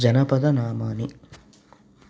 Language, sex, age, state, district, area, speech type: Sanskrit, male, 18-30, Karnataka, Uttara Kannada, rural, spontaneous